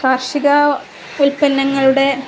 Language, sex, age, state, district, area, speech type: Malayalam, female, 30-45, Kerala, Kozhikode, rural, spontaneous